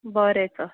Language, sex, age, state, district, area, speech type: Goan Konkani, female, 30-45, Goa, Quepem, rural, conversation